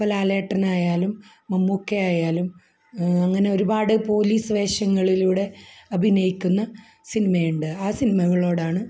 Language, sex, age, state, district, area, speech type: Malayalam, female, 45-60, Kerala, Kasaragod, rural, spontaneous